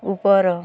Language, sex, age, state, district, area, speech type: Odia, female, 45-60, Odisha, Kalahandi, rural, read